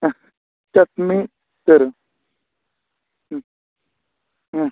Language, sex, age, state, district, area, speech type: Malayalam, male, 30-45, Kerala, Kasaragod, rural, conversation